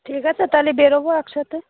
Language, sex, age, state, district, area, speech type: Bengali, female, 30-45, West Bengal, Darjeeling, urban, conversation